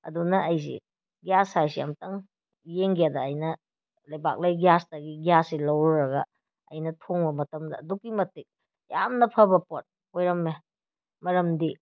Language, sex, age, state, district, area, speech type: Manipuri, female, 30-45, Manipur, Kakching, rural, spontaneous